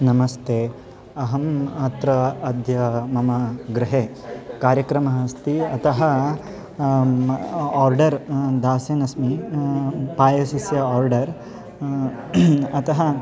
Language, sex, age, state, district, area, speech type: Sanskrit, male, 18-30, Karnataka, Bangalore Urban, urban, spontaneous